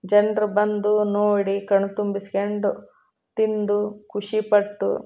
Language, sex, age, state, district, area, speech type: Kannada, female, 30-45, Karnataka, Koppal, urban, spontaneous